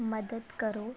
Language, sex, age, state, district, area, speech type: Punjabi, female, 18-30, Punjab, Tarn Taran, urban, read